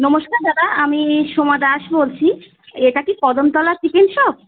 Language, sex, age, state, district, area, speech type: Bengali, female, 30-45, West Bengal, Howrah, urban, conversation